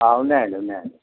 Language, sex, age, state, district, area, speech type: Telugu, male, 45-60, Telangana, Peddapalli, rural, conversation